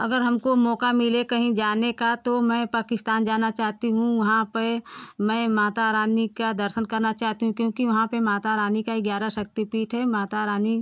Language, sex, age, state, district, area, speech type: Hindi, female, 30-45, Uttar Pradesh, Ghazipur, rural, spontaneous